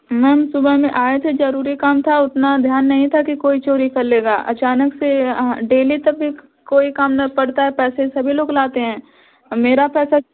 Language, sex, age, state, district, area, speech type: Hindi, female, 18-30, Uttar Pradesh, Azamgarh, rural, conversation